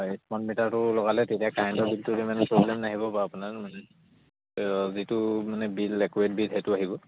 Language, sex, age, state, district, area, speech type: Assamese, male, 18-30, Assam, Charaideo, rural, conversation